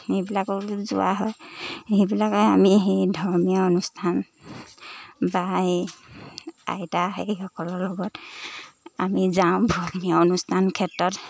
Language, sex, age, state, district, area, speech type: Assamese, female, 18-30, Assam, Lakhimpur, urban, spontaneous